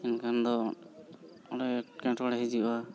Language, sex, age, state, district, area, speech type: Santali, male, 45-60, Jharkhand, Bokaro, rural, spontaneous